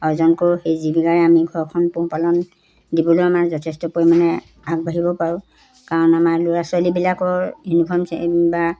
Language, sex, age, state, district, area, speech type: Assamese, female, 60+, Assam, Golaghat, rural, spontaneous